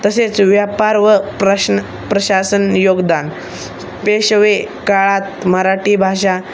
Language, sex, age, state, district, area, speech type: Marathi, male, 18-30, Maharashtra, Osmanabad, rural, spontaneous